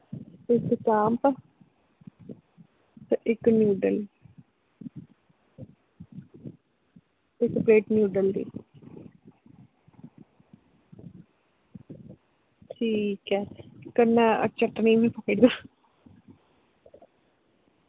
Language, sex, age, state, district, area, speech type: Dogri, female, 30-45, Jammu and Kashmir, Kathua, rural, conversation